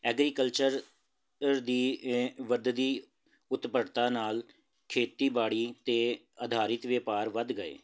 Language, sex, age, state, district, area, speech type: Punjabi, male, 30-45, Punjab, Jalandhar, urban, spontaneous